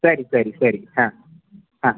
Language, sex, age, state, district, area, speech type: Kannada, male, 18-30, Karnataka, Shimoga, rural, conversation